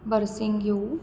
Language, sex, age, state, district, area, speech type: Marathi, female, 30-45, Maharashtra, Kolhapur, urban, spontaneous